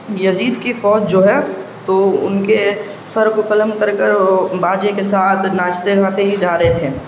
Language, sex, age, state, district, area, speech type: Urdu, male, 18-30, Bihar, Darbhanga, urban, spontaneous